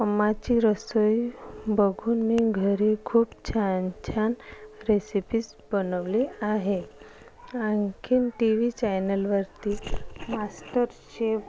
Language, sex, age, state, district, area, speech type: Marathi, female, 30-45, Maharashtra, Nagpur, urban, spontaneous